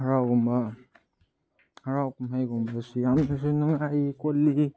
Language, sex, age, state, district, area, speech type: Manipuri, male, 18-30, Manipur, Chandel, rural, spontaneous